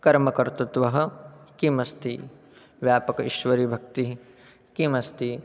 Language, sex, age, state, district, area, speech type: Sanskrit, male, 18-30, Madhya Pradesh, Chhindwara, rural, spontaneous